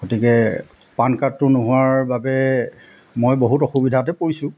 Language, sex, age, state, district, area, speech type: Assamese, male, 45-60, Assam, Golaghat, urban, spontaneous